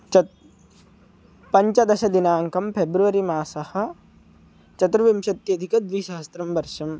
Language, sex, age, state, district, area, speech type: Sanskrit, male, 18-30, Maharashtra, Buldhana, urban, spontaneous